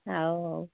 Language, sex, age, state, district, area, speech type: Odia, female, 60+, Odisha, Gajapati, rural, conversation